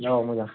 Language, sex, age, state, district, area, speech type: Bodo, male, 30-45, Assam, Baksa, urban, conversation